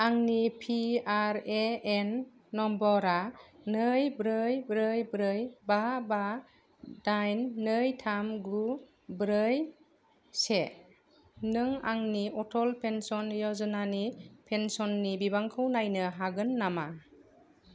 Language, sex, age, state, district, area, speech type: Bodo, female, 45-60, Assam, Kokrajhar, urban, read